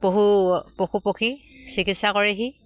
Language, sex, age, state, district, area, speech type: Assamese, female, 45-60, Assam, Dibrugarh, rural, spontaneous